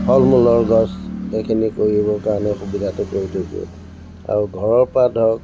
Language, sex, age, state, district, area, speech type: Assamese, male, 60+, Assam, Tinsukia, rural, spontaneous